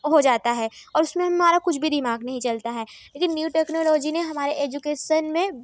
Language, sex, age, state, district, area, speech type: Hindi, female, 18-30, Madhya Pradesh, Ujjain, urban, spontaneous